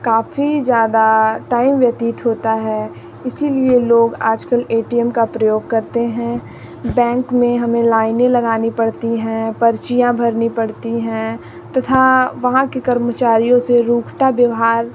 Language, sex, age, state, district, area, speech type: Hindi, female, 45-60, Uttar Pradesh, Sonbhadra, rural, spontaneous